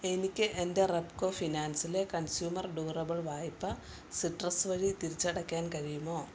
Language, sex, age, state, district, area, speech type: Malayalam, female, 45-60, Kerala, Kottayam, rural, read